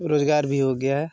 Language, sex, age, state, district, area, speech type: Hindi, male, 30-45, Uttar Pradesh, Jaunpur, rural, spontaneous